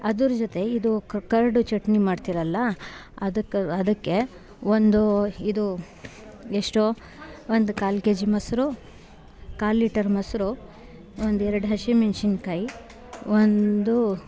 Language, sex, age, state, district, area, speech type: Kannada, female, 30-45, Karnataka, Bangalore Rural, rural, spontaneous